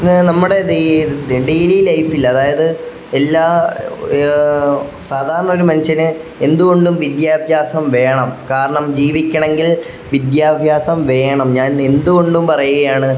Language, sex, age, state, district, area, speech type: Malayalam, male, 30-45, Kerala, Wayanad, rural, spontaneous